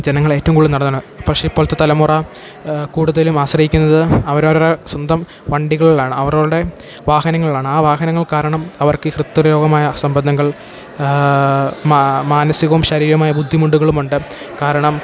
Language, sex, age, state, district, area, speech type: Malayalam, male, 18-30, Kerala, Idukki, rural, spontaneous